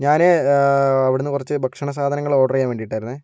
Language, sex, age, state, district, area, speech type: Malayalam, male, 60+, Kerala, Kozhikode, urban, spontaneous